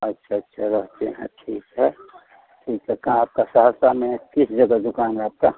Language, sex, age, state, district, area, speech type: Hindi, male, 60+, Bihar, Madhepura, rural, conversation